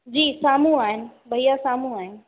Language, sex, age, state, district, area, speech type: Sindhi, female, 45-60, Uttar Pradesh, Lucknow, rural, conversation